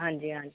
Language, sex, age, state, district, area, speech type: Punjabi, female, 45-60, Punjab, Pathankot, urban, conversation